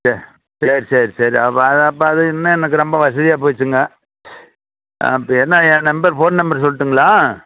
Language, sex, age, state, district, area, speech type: Tamil, male, 60+, Tamil Nadu, Salem, urban, conversation